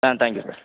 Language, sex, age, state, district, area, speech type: Tamil, male, 18-30, Tamil Nadu, Sivaganga, rural, conversation